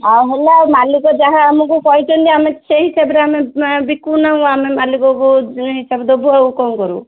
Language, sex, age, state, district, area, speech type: Odia, female, 30-45, Odisha, Ganjam, urban, conversation